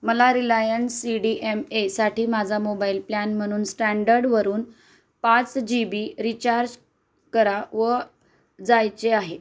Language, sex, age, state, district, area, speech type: Marathi, female, 30-45, Maharashtra, Osmanabad, rural, read